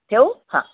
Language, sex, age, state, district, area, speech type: Marathi, female, 60+, Maharashtra, Nashik, urban, conversation